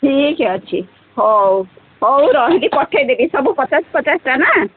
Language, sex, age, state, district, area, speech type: Odia, female, 45-60, Odisha, Sundergarh, rural, conversation